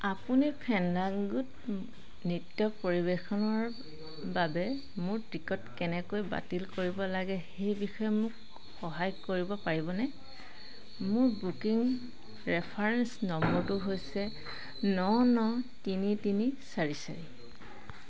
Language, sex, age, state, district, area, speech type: Assamese, female, 45-60, Assam, Charaideo, rural, read